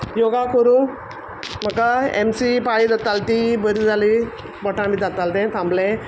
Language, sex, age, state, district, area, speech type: Goan Konkani, female, 45-60, Goa, Quepem, rural, spontaneous